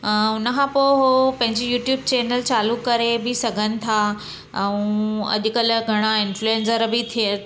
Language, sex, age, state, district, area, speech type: Sindhi, female, 45-60, Gujarat, Surat, urban, spontaneous